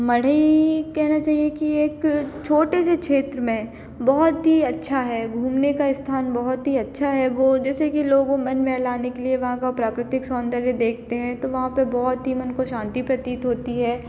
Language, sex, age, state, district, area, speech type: Hindi, female, 18-30, Madhya Pradesh, Hoshangabad, rural, spontaneous